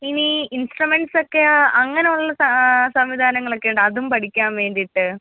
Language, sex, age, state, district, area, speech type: Malayalam, female, 18-30, Kerala, Kollam, rural, conversation